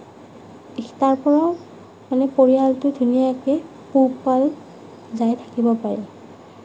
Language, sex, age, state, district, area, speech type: Assamese, female, 45-60, Assam, Nagaon, rural, spontaneous